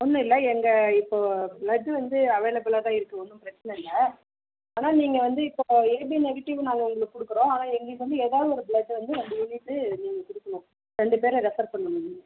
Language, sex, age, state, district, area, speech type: Tamil, female, 60+, Tamil Nadu, Dharmapuri, rural, conversation